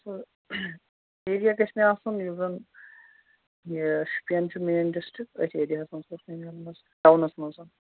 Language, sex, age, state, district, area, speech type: Kashmiri, male, 18-30, Jammu and Kashmir, Shopian, rural, conversation